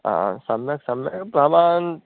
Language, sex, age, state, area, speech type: Sanskrit, male, 18-30, Madhya Pradesh, urban, conversation